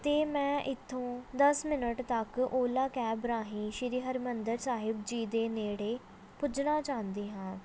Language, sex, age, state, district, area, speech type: Punjabi, female, 18-30, Punjab, Pathankot, urban, spontaneous